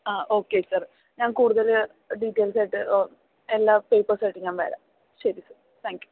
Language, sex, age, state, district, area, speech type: Malayalam, female, 18-30, Kerala, Thrissur, rural, conversation